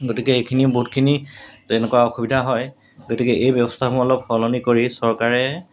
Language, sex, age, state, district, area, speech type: Assamese, male, 45-60, Assam, Golaghat, urban, spontaneous